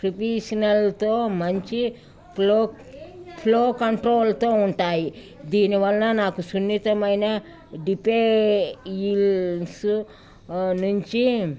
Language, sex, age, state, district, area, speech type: Telugu, female, 60+, Telangana, Ranga Reddy, rural, spontaneous